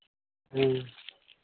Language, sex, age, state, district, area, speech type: Santali, male, 18-30, Jharkhand, Pakur, rural, conversation